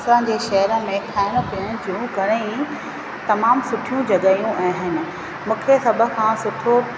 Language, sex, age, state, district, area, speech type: Sindhi, female, 30-45, Rajasthan, Ajmer, rural, spontaneous